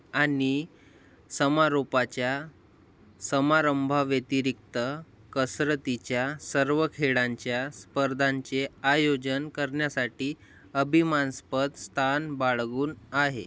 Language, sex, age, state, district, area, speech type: Marathi, male, 18-30, Maharashtra, Nagpur, rural, read